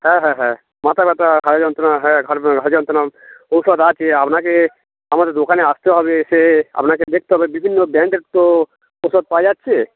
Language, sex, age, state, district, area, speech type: Bengali, male, 30-45, West Bengal, Darjeeling, urban, conversation